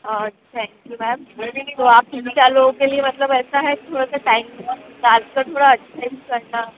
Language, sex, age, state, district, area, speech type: Hindi, female, 30-45, Madhya Pradesh, Bhopal, urban, conversation